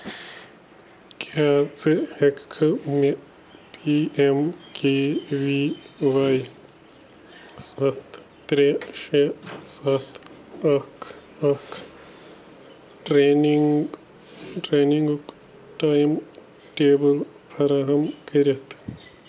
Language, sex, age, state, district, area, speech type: Kashmiri, male, 30-45, Jammu and Kashmir, Bandipora, rural, read